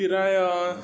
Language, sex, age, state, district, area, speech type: Goan Konkani, male, 18-30, Goa, Tiswadi, rural, spontaneous